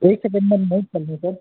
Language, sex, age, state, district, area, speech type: Hindi, male, 18-30, Madhya Pradesh, Jabalpur, urban, conversation